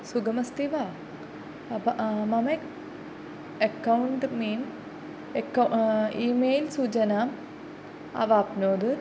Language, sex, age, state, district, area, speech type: Sanskrit, female, 18-30, Kerala, Thrissur, rural, spontaneous